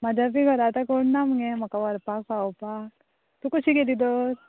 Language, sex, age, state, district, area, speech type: Goan Konkani, female, 18-30, Goa, Ponda, rural, conversation